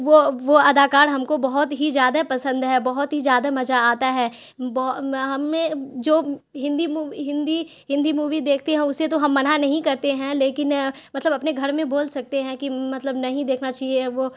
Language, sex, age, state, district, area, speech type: Urdu, female, 18-30, Bihar, Khagaria, rural, spontaneous